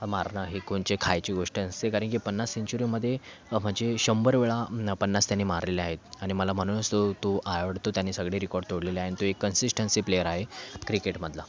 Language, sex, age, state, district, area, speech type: Marathi, male, 18-30, Maharashtra, Thane, urban, spontaneous